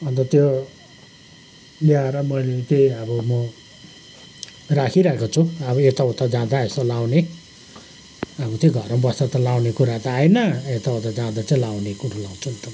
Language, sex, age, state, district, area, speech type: Nepali, male, 60+, West Bengal, Kalimpong, rural, spontaneous